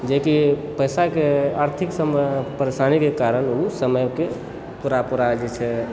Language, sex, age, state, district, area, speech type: Maithili, male, 30-45, Bihar, Supaul, urban, spontaneous